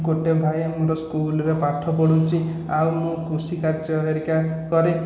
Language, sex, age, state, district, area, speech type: Odia, male, 30-45, Odisha, Khordha, rural, spontaneous